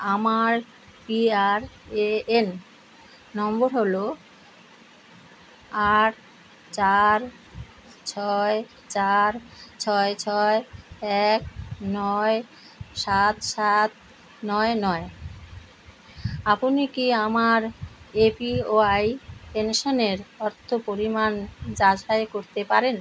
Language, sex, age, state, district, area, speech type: Bengali, female, 60+, West Bengal, Kolkata, urban, read